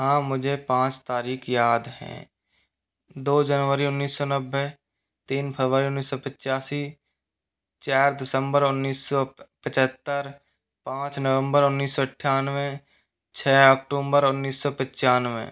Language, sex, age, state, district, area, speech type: Hindi, male, 30-45, Rajasthan, Jaipur, urban, spontaneous